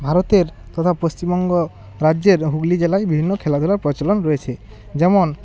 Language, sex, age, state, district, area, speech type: Bengali, male, 30-45, West Bengal, Hooghly, rural, spontaneous